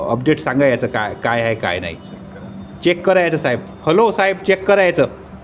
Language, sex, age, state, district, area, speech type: Marathi, male, 30-45, Maharashtra, Wardha, urban, spontaneous